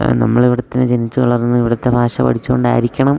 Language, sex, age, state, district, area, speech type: Malayalam, male, 18-30, Kerala, Idukki, rural, spontaneous